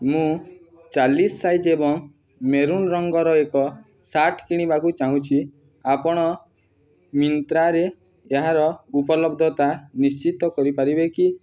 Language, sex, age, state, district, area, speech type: Odia, male, 18-30, Odisha, Nuapada, urban, read